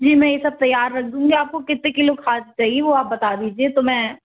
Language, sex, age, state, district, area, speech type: Hindi, female, 30-45, Madhya Pradesh, Bhopal, urban, conversation